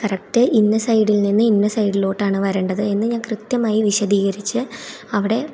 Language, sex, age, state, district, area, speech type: Malayalam, female, 18-30, Kerala, Thrissur, rural, spontaneous